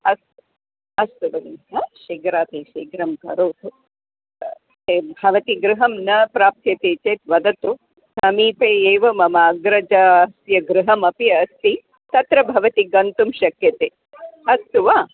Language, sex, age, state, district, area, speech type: Sanskrit, female, 45-60, Karnataka, Dharwad, urban, conversation